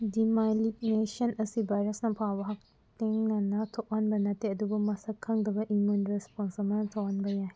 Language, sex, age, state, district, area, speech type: Manipuri, female, 18-30, Manipur, Senapati, rural, read